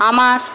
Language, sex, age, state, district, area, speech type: Bengali, female, 18-30, West Bengal, Paschim Medinipur, rural, spontaneous